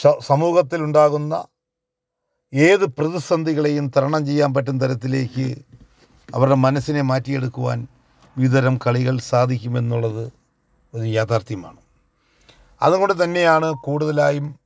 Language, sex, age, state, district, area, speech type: Malayalam, male, 45-60, Kerala, Kollam, rural, spontaneous